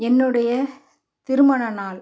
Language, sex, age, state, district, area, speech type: Tamil, female, 45-60, Tamil Nadu, Dharmapuri, urban, spontaneous